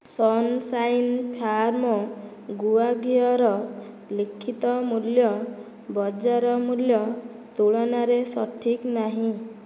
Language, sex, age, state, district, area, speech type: Odia, female, 18-30, Odisha, Nayagarh, rural, read